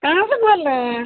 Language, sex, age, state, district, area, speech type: Hindi, female, 60+, Bihar, Madhepura, rural, conversation